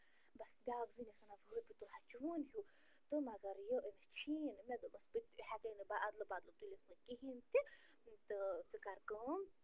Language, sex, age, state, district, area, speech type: Kashmiri, female, 30-45, Jammu and Kashmir, Bandipora, rural, spontaneous